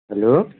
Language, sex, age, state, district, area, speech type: Nepali, male, 18-30, West Bengal, Darjeeling, rural, conversation